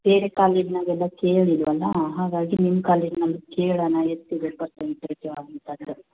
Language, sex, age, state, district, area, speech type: Kannada, female, 30-45, Karnataka, Chitradurga, rural, conversation